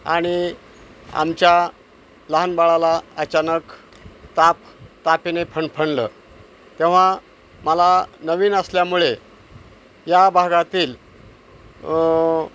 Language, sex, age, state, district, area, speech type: Marathi, male, 60+, Maharashtra, Osmanabad, rural, spontaneous